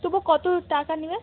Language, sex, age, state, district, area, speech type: Bengali, female, 30-45, West Bengal, Hooghly, urban, conversation